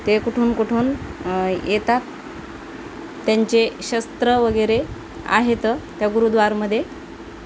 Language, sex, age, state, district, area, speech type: Marathi, female, 30-45, Maharashtra, Nanded, rural, spontaneous